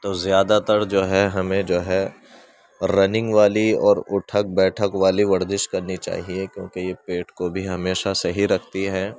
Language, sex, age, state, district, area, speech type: Urdu, male, 30-45, Uttar Pradesh, Ghaziabad, rural, spontaneous